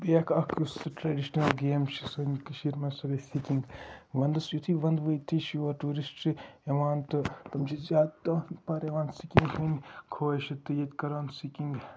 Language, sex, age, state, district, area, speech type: Kashmiri, male, 18-30, Jammu and Kashmir, Kupwara, urban, spontaneous